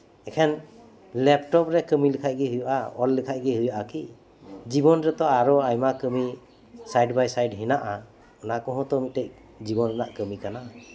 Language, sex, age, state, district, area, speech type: Santali, male, 45-60, West Bengal, Birbhum, rural, spontaneous